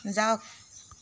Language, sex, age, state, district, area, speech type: Assamese, female, 30-45, Assam, Jorhat, urban, read